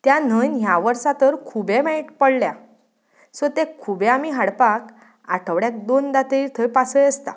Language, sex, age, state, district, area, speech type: Goan Konkani, female, 30-45, Goa, Ponda, rural, spontaneous